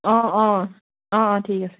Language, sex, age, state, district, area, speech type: Assamese, female, 18-30, Assam, Charaideo, rural, conversation